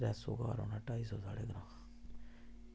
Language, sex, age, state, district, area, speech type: Dogri, male, 30-45, Jammu and Kashmir, Samba, rural, spontaneous